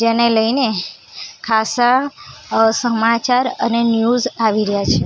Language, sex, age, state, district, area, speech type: Gujarati, female, 18-30, Gujarat, Ahmedabad, urban, spontaneous